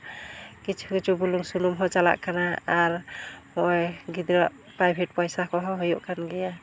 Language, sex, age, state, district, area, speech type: Santali, female, 30-45, West Bengal, Jhargram, rural, spontaneous